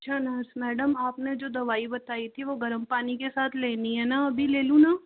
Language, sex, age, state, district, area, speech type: Hindi, female, 45-60, Rajasthan, Jaipur, urban, conversation